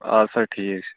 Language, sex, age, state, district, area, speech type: Kashmiri, male, 45-60, Jammu and Kashmir, Srinagar, urban, conversation